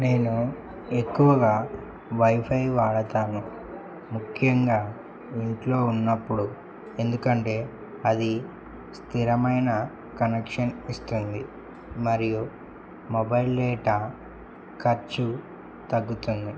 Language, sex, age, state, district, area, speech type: Telugu, male, 18-30, Telangana, Medak, rural, spontaneous